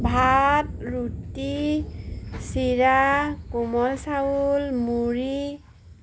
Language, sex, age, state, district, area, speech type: Assamese, female, 45-60, Assam, Golaghat, rural, spontaneous